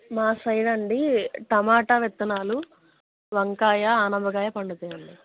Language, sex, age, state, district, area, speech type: Telugu, female, 30-45, Andhra Pradesh, Krishna, rural, conversation